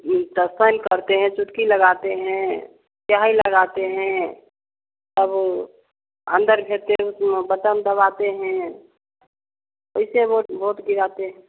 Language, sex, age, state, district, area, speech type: Hindi, female, 30-45, Bihar, Begusarai, rural, conversation